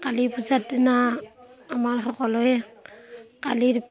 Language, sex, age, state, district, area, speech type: Assamese, female, 30-45, Assam, Barpeta, rural, spontaneous